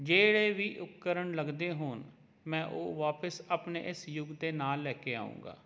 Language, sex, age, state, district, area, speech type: Punjabi, male, 30-45, Punjab, Jalandhar, urban, spontaneous